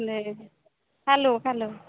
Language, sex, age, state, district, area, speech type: Assamese, female, 45-60, Assam, Goalpara, urban, conversation